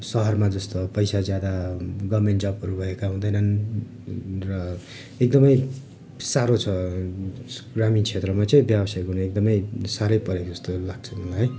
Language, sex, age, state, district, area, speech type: Nepali, male, 30-45, West Bengal, Darjeeling, rural, spontaneous